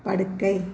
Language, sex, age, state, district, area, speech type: Tamil, female, 60+, Tamil Nadu, Salem, rural, read